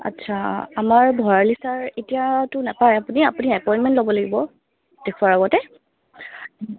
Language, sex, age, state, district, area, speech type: Assamese, female, 30-45, Assam, Charaideo, urban, conversation